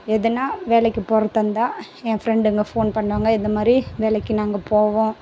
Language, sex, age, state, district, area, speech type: Tamil, female, 18-30, Tamil Nadu, Tiruvannamalai, rural, spontaneous